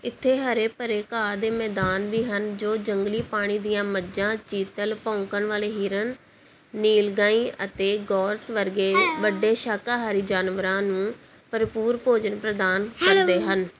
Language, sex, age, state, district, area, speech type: Punjabi, female, 18-30, Punjab, Pathankot, urban, read